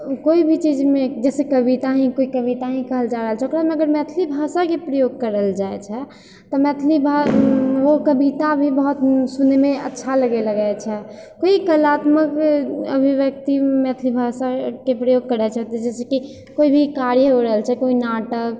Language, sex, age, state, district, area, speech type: Maithili, female, 30-45, Bihar, Purnia, rural, spontaneous